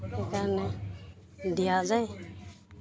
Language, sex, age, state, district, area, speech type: Assamese, female, 30-45, Assam, Barpeta, rural, spontaneous